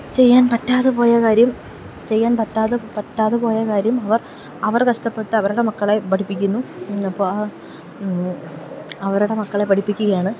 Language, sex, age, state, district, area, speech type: Malayalam, female, 30-45, Kerala, Idukki, rural, spontaneous